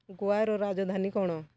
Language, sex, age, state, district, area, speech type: Odia, female, 45-60, Odisha, Kalahandi, rural, read